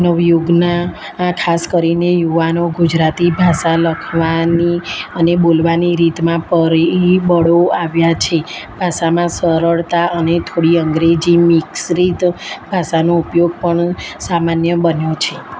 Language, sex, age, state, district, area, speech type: Gujarati, female, 30-45, Gujarat, Kheda, rural, spontaneous